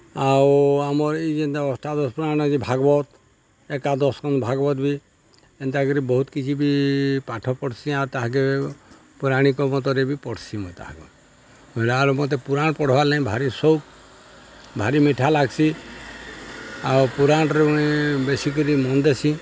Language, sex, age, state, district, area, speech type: Odia, male, 60+, Odisha, Balangir, urban, spontaneous